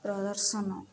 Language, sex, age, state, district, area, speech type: Odia, female, 18-30, Odisha, Subarnapur, urban, spontaneous